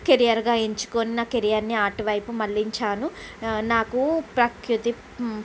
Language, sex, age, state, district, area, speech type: Telugu, female, 45-60, Andhra Pradesh, Srikakulam, urban, spontaneous